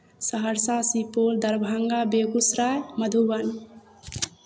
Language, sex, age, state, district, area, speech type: Maithili, female, 18-30, Bihar, Begusarai, rural, spontaneous